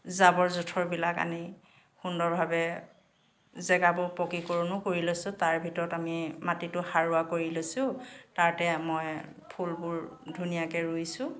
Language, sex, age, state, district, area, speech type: Assamese, female, 45-60, Assam, Dhemaji, rural, spontaneous